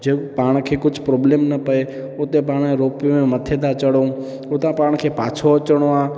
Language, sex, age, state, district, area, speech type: Sindhi, male, 18-30, Gujarat, Junagadh, rural, spontaneous